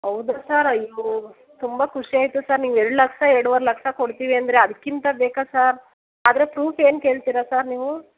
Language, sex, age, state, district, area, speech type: Kannada, female, 30-45, Karnataka, Mysore, rural, conversation